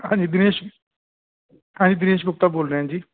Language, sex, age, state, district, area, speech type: Punjabi, male, 30-45, Punjab, Kapurthala, urban, conversation